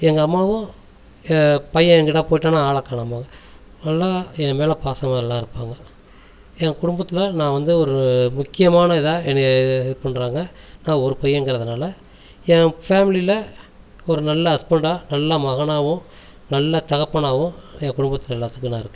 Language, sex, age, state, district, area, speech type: Tamil, male, 45-60, Tamil Nadu, Tiruchirappalli, rural, spontaneous